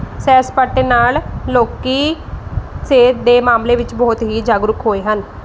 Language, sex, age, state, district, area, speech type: Punjabi, female, 30-45, Punjab, Mohali, rural, spontaneous